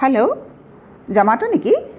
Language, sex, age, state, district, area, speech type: Assamese, female, 45-60, Assam, Tinsukia, rural, spontaneous